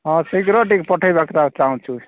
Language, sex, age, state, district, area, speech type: Odia, male, 45-60, Odisha, Rayagada, rural, conversation